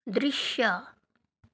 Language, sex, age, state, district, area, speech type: Nepali, female, 30-45, West Bengal, Darjeeling, rural, read